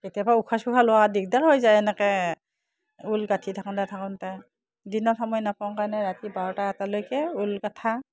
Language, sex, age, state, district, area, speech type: Assamese, female, 60+, Assam, Udalguri, rural, spontaneous